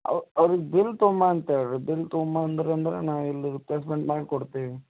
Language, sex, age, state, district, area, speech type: Kannada, male, 30-45, Karnataka, Belgaum, rural, conversation